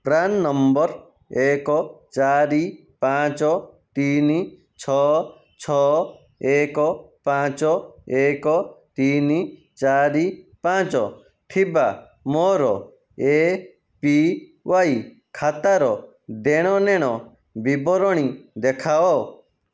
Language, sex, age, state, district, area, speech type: Odia, male, 45-60, Odisha, Jajpur, rural, read